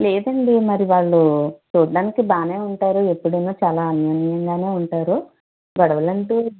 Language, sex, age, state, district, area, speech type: Telugu, female, 45-60, Andhra Pradesh, Konaseema, rural, conversation